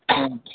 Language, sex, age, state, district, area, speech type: Manipuri, female, 60+, Manipur, Imphal East, urban, conversation